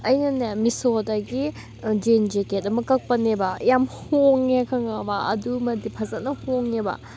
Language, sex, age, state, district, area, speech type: Manipuri, female, 18-30, Manipur, Thoubal, rural, spontaneous